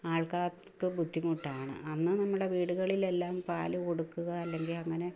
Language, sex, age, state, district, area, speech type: Malayalam, female, 45-60, Kerala, Kottayam, rural, spontaneous